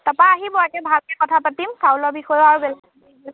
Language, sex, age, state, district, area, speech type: Assamese, female, 18-30, Assam, Biswanath, rural, conversation